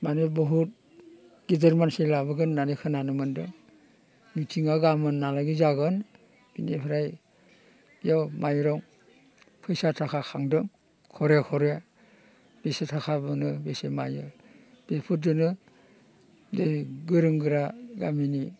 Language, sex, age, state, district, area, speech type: Bodo, male, 60+, Assam, Baksa, urban, spontaneous